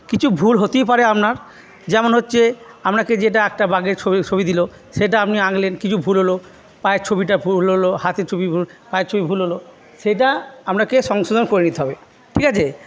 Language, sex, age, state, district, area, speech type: Bengali, male, 45-60, West Bengal, Purba Bardhaman, urban, spontaneous